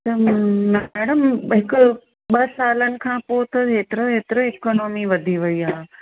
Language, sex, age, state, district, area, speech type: Sindhi, female, 45-60, Maharashtra, Thane, urban, conversation